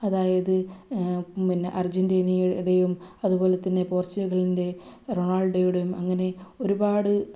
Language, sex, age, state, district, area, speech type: Malayalam, female, 30-45, Kerala, Kannur, rural, spontaneous